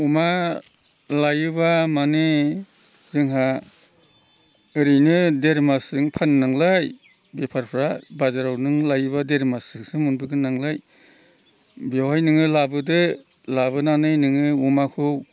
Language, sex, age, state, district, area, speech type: Bodo, male, 60+, Assam, Udalguri, rural, spontaneous